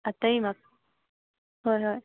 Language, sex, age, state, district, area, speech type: Manipuri, female, 18-30, Manipur, Thoubal, rural, conversation